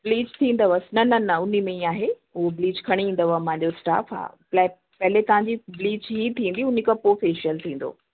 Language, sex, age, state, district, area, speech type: Sindhi, female, 45-60, Uttar Pradesh, Lucknow, urban, conversation